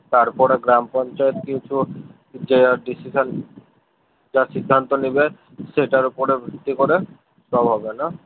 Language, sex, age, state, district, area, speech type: Bengali, male, 45-60, West Bengal, Paschim Bardhaman, urban, conversation